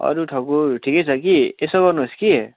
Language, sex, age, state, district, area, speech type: Nepali, male, 18-30, West Bengal, Kalimpong, rural, conversation